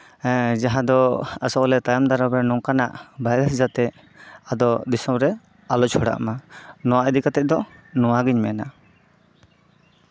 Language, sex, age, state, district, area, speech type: Santali, male, 18-30, West Bengal, Bankura, rural, spontaneous